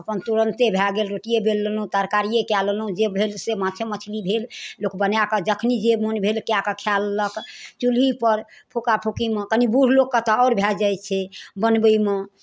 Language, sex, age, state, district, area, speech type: Maithili, female, 45-60, Bihar, Darbhanga, rural, spontaneous